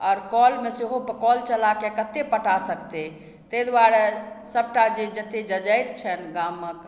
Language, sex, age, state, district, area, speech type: Maithili, female, 45-60, Bihar, Madhubani, rural, spontaneous